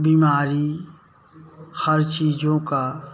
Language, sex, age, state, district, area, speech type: Hindi, male, 60+, Uttar Pradesh, Jaunpur, rural, spontaneous